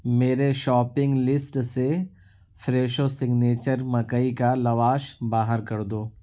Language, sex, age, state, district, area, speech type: Urdu, male, 18-30, Uttar Pradesh, Ghaziabad, urban, read